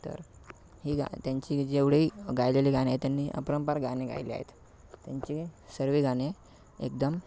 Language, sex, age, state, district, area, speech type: Marathi, male, 18-30, Maharashtra, Thane, urban, spontaneous